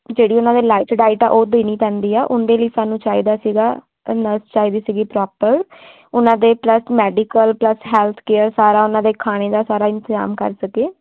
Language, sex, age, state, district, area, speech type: Punjabi, female, 18-30, Punjab, Firozpur, rural, conversation